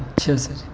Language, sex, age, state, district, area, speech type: Urdu, male, 18-30, Uttar Pradesh, Muzaffarnagar, urban, spontaneous